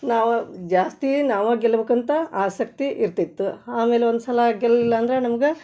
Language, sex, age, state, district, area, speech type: Kannada, female, 30-45, Karnataka, Gadag, rural, spontaneous